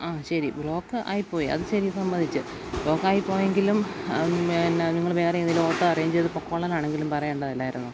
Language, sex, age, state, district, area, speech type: Malayalam, female, 30-45, Kerala, Alappuzha, rural, spontaneous